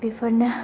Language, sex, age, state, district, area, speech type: Bodo, female, 18-30, Assam, Kokrajhar, rural, spontaneous